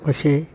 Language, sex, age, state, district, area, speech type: Malayalam, male, 30-45, Kerala, Palakkad, rural, spontaneous